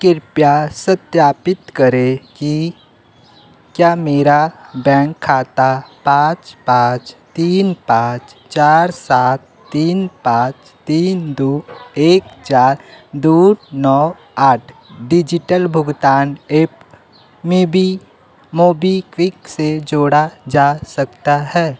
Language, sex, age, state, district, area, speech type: Hindi, male, 30-45, Uttar Pradesh, Sonbhadra, rural, read